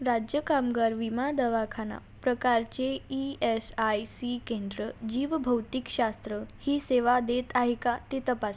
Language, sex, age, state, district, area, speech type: Marathi, female, 18-30, Maharashtra, Washim, rural, read